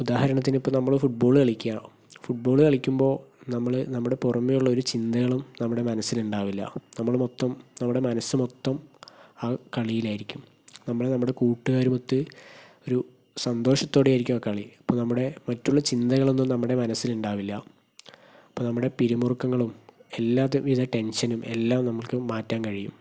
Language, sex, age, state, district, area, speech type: Malayalam, male, 30-45, Kerala, Palakkad, rural, spontaneous